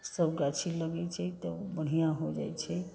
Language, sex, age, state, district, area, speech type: Maithili, female, 60+, Bihar, Sitamarhi, rural, spontaneous